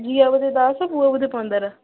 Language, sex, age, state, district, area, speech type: Odia, female, 18-30, Odisha, Jagatsinghpur, rural, conversation